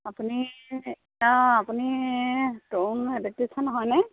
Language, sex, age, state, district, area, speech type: Assamese, female, 60+, Assam, Sivasagar, rural, conversation